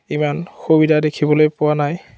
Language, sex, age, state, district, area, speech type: Assamese, male, 30-45, Assam, Biswanath, rural, spontaneous